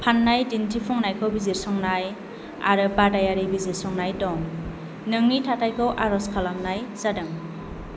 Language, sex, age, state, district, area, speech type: Bodo, female, 18-30, Assam, Kokrajhar, urban, read